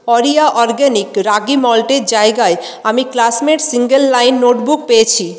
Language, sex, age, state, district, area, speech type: Bengali, female, 30-45, West Bengal, Paschim Bardhaman, urban, read